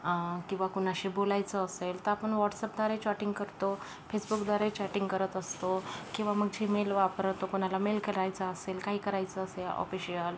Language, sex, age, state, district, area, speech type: Marathi, female, 30-45, Maharashtra, Yavatmal, rural, spontaneous